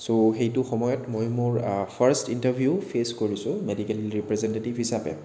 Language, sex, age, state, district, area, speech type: Assamese, male, 30-45, Assam, Kamrup Metropolitan, urban, spontaneous